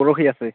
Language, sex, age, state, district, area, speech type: Assamese, male, 18-30, Assam, Barpeta, rural, conversation